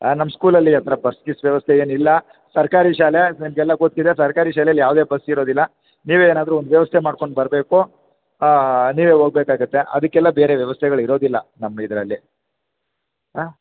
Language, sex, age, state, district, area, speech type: Kannada, male, 45-60, Karnataka, Chamarajanagar, rural, conversation